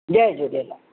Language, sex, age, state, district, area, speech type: Sindhi, female, 60+, Maharashtra, Mumbai Suburban, urban, conversation